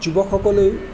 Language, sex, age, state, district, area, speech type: Assamese, male, 45-60, Assam, Charaideo, urban, spontaneous